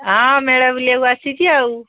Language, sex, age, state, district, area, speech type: Odia, female, 60+, Odisha, Gajapati, rural, conversation